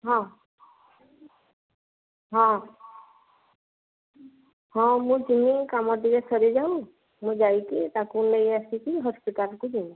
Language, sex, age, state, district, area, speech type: Odia, female, 30-45, Odisha, Mayurbhanj, rural, conversation